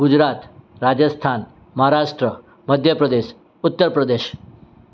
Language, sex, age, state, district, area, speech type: Gujarati, male, 60+, Gujarat, Surat, urban, spontaneous